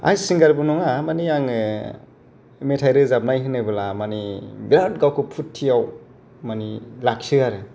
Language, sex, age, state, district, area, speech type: Bodo, male, 45-60, Assam, Kokrajhar, rural, spontaneous